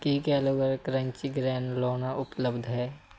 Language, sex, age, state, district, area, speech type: Punjabi, male, 18-30, Punjab, Mansa, urban, read